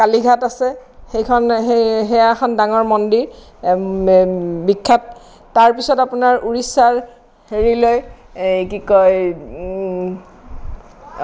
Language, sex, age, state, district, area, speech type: Assamese, female, 60+, Assam, Kamrup Metropolitan, urban, spontaneous